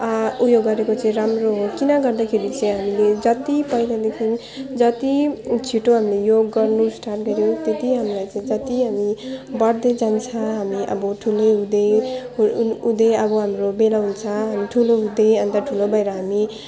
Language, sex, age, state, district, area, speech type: Nepali, female, 18-30, West Bengal, Alipurduar, urban, spontaneous